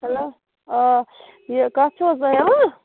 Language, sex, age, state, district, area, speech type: Kashmiri, female, 30-45, Jammu and Kashmir, Bandipora, rural, conversation